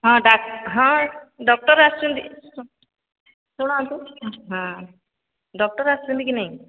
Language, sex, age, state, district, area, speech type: Odia, female, 45-60, Odisha, Sambalpur, rural, conversation